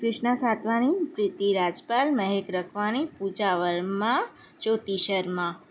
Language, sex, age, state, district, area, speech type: Sindhi, female, 18-30, Gujarat, Surat, urban, spontaneous